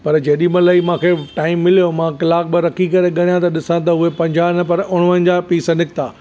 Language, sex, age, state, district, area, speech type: Sindhi, male, 60+, Maharashtra, Thane, rural, spontaneous